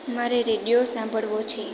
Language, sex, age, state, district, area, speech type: Gujarati, female, 18-30, Gujarat, Valsad, rural, read